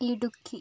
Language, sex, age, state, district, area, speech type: Malayalam, female, 30-45, Kerala, Kozhikode, rural, spontaneous